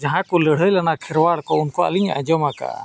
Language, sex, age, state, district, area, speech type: Santali, male, 45-60, Jharkhand, Bokaro, rural, spontaneous